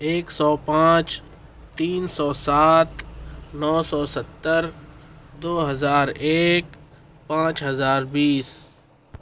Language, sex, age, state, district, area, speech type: Urdu, male, 18-30, Maharashtra, Nashik, urban, spontaneous